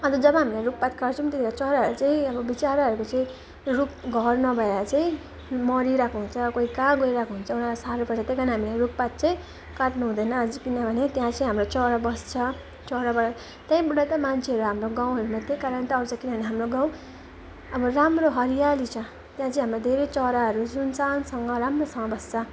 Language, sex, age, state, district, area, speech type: Nepali, female, 18-30, West Bengal, Jalpaiguri, rural, spontaneous